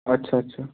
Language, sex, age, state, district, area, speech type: Bengali, male, 18-30, West Bengal, Bankura, urban, conversation